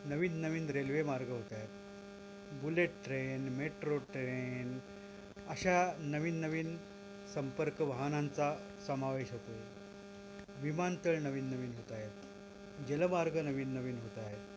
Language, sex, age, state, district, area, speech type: Marathi, male, 60+, Maharashtra, Thane, urban, spontaneous